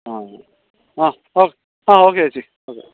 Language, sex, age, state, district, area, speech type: Malayalam, male, 45-60, Kerala, Thiruvananthapuram, rural, conversation